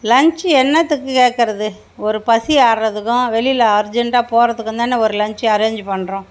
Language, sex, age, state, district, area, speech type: Tamil, female, 60+, Tamil Nadu, Mayiladuthurai, rural, spontaneous